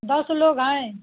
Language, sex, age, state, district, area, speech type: Hindi, female, 45-60, Uttar Pradesh, Mau, rural, conversation